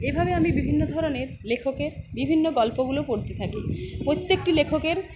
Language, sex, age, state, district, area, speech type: Bengali, female, 30-45, West Bengal, Uttar Dinajpur, rural, spontaneous